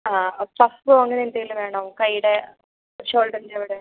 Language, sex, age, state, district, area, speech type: Malayalam, female, 18-30, Kerala, Idukki, rural, conversation